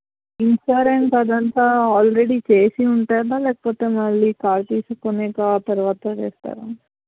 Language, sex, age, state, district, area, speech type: Telugu, female, 30-45, Telangana, Peddapalli, urban, conversation